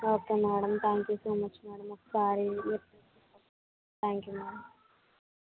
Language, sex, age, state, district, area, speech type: Telugu, female, 60+, Andhra Pradesh, Kakinada, rural, conversation